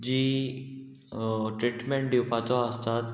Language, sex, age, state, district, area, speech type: Goan Konkani, male, 18-30, Goa, Murmgao, rural, spontaneous